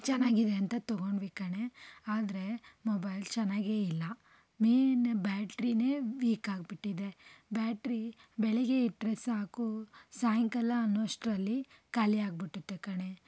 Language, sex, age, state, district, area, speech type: Kannada, female, 30-45, Karnataka, Davanagere, urban, spontaneous